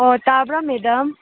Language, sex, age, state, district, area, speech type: Manipuri, female, 18-30, Manipur, Chandel, rural, conversation